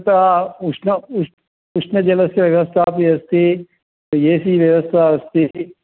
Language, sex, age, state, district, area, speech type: Sanskrit, male, 60+, Karnataka, Shimoga, rural, conversation